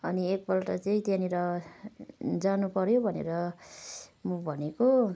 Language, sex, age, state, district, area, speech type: Nepali, female, 45-60, West Bengal, Kalimpong, rural, spontaneous